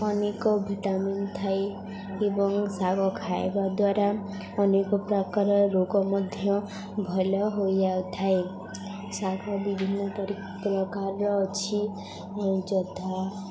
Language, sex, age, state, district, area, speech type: Odia, female, 18-30, Odisha, Subarnapur, rural, spontaneous